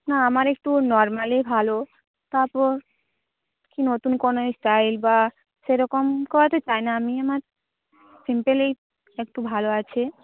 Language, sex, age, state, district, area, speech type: Bengali, female, 18-30, West Bengal, Jhargram, rural, conversation